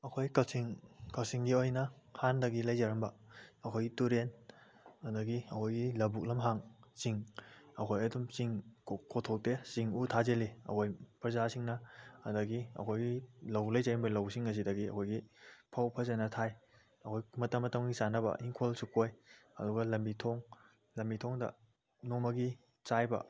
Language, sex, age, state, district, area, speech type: Manipuri, male, 18-30, Manipur, Kakching, rural, spontaneous